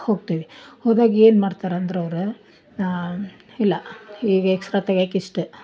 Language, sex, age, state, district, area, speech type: Kannada, female, 30-45, Karnataka, Dharwad, urban, spontaneous